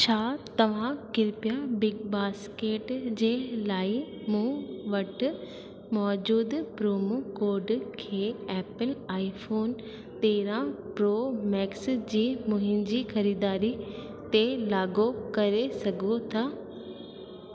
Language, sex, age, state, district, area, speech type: Sindhi, female, 18-30, Rajasthan, Ajmer, urban, read